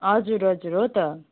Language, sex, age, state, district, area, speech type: Nepali, female, 30-45, West Bengal, Darjeeling, rural, conversation